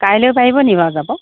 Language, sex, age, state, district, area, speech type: Assamese, female, 45-60, Assam, Jorhat, urban, conversation